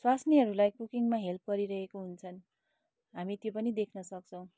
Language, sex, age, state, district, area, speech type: Nepali, female, 30-45, West Bengal, Darjeeling, rural, spontaneous